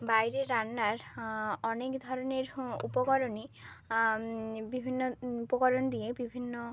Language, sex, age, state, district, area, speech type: Bengali, female, 30-45, West Bengal, Bankura, urban, spontaneous